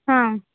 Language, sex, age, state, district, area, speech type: Kannada, female, 18-30, Karnataka, Gadag, urban, conversation